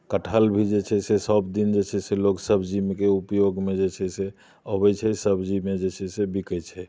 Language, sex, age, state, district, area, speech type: Maithili, male, 45-60, Bihar, Muzaffarpur, rural, spontaneous